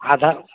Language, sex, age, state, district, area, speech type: Odia, male, 45-60, Odisha, Sambalpur, rural, conversation